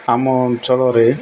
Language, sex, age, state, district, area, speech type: Odia, male, 45-60, Odisha, Nabarangpur, urban, spontaneous